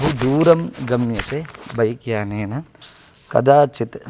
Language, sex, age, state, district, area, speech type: Sanskrit, male, 30-45, Kerala, Kasaragod, rural, spontaneous